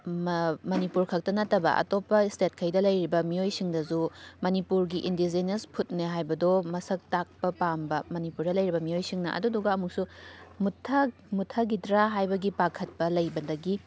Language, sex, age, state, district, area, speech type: Manipuri, female, 18-30, Manipur, Thoubal, rural, spontaneous